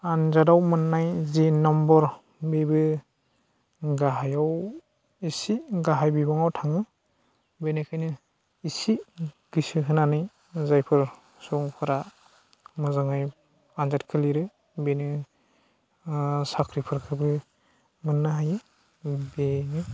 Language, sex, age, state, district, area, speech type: Bodo, male, 18-30, Assam, Baksa, rural, spontaneous